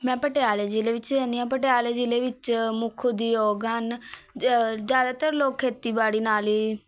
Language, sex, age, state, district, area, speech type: Punjabi, female, 18-30, Punjab, Patiala, urban, spontaneous